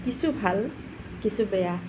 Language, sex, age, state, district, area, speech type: Assamese, female, 45-60, Assam, Nalbari, rural, spontaneous